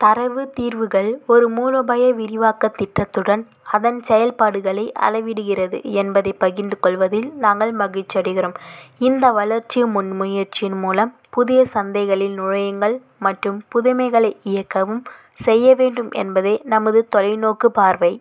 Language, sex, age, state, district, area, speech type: Tamil, female, 18-30, Tamil Nadu, Vellore, urban, read